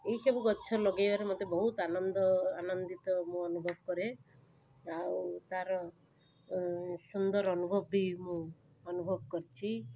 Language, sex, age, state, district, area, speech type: Odia, female, 30-45, Odisha, Cuttack, urban, spontaneous